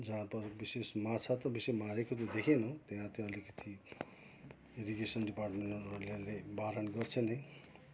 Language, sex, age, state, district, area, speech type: Nepali, male, 60+, West Bengal, Kalimpong, rural, spontaneous